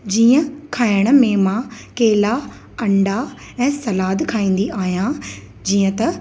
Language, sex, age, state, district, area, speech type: Sindhi, female, 30-45, Gujarat, Kutch, rural, spontaneous